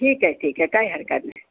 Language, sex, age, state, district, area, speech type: Marathi, female, 60+, Maharashtra, Yavatmal, urban, conversation